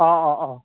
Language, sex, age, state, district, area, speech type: Assamese, male, 18-30, Assam, Morigaon, rural, conversation